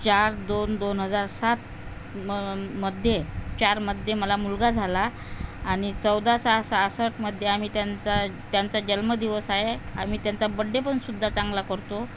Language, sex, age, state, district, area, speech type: Marathi, female, 45-60, Maharashtra, Amravati, rural, spontaneous